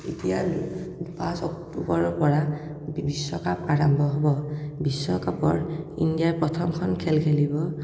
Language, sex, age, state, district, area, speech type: Assamese, male, 18-30, Assam, Morigaon, rural, spontaneous